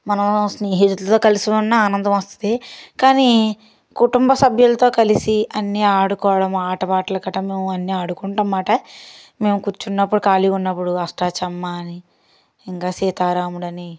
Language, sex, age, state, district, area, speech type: Telugu, female, 30-45, Andhra Pradesh, Guntur, rural, spontaneous